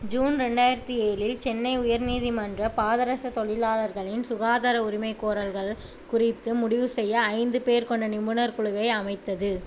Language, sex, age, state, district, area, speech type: Tamil, female, 45-60, Tamil Nadu, Tiruvarur, urban, read